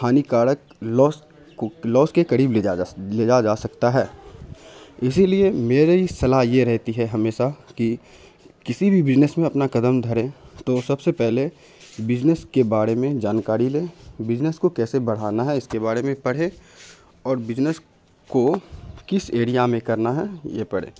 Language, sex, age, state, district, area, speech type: Urdu, male, 30-45, Bihar, Khagaria, rural, spontaneous